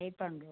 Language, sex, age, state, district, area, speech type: Tamil, female, 60+, Tamil Nadu, Ariyalur, rural, conversation